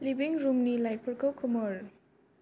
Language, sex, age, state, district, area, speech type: Bodo, female, 18-30, Assam, Kokrajhar, urban, read